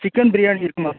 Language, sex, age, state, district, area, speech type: Tamil, male, 45-60, Tamil Nadu, Ariyalur, rural, conversation